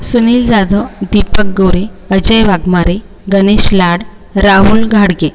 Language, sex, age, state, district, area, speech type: Marathi, female, 30-45, Maharashtra, Buldhana, urban, spontaneous